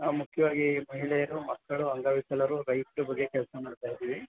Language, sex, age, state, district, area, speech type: Kannada, male, 45-60, Karnataka, Ramanagara, urban, conversation